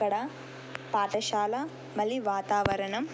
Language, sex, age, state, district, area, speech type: Telugu, female, 18-30, Telangana, Nirmal, rural, spontaneous